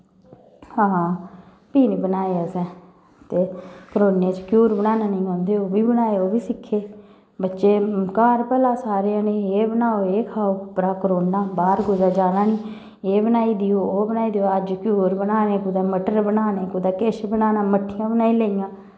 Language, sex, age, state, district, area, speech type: Dogri, female, 30-45, Jammu and Kashmir, Samba, rural, spontaneous